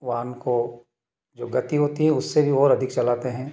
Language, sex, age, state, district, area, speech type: Hindi, male, 30-45, Madhya Pradesh, Ujjain, urban, spontaneous